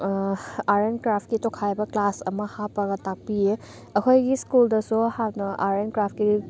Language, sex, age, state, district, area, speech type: Manipuri, female, 18-30, Manipur, Thoubal, rural, spontaneous